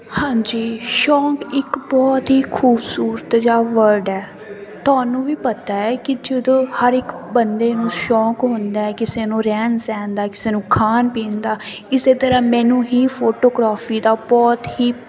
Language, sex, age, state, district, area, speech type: Punjabi, female, 18-30, Punjab, Sangrur, rural, spontaneous